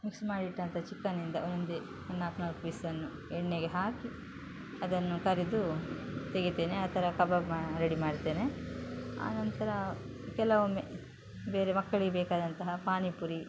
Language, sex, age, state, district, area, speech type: Kannada, female, 30-45, Karnataka, Udupi, rural, spontaneous